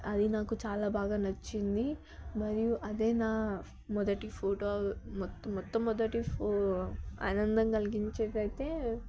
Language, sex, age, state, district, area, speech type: Telugu, female, 18-30, Telangana, Yadadri Bhuvanagiri, urban, spontaneous